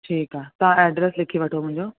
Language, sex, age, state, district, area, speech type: Sindhi, female, 30-45, Delhi, South Delhi, urban, conversation